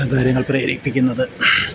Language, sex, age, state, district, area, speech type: Malayalam, male, 45-60, Kerala, Alappuzha, rural, spontaneous